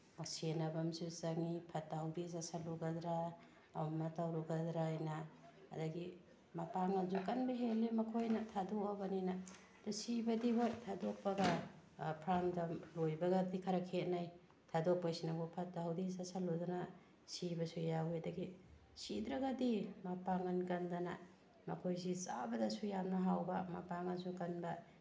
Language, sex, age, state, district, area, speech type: Manipuri, female, 45-60, Manipur, Tengnoupal, rural, spontaneous